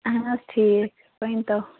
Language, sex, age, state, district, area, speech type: Kashmiri, female, 30-45, Jammu and Kashmir, Kulgam, rural, conversation